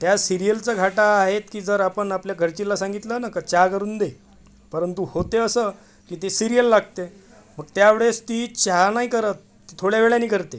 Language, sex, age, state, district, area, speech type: Marathi, male, 45-60, Maharashtra, Amravati, urban, spontaneous